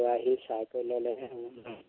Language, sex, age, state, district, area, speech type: Assamese, male, 60+, Assam, Golaghat, rural, conversation